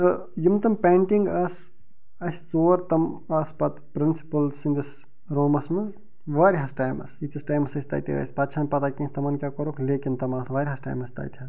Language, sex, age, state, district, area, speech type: Kashmiri, male, 30-45, Jammu and Kashmir, Bandipora, rural, spontaneous